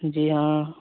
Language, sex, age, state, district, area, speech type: Hindi, male, 18-30, Uttar Pradesh, Chandauli, rural, conversation